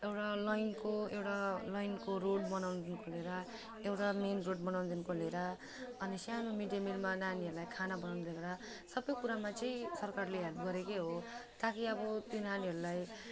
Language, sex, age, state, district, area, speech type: Nepali, female, 18-30, West Bengal, Alipurduar, urban, spontaneous